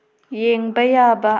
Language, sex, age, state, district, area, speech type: Manipuri, female, 30-45, Manipur, Tengnoupal, rural, read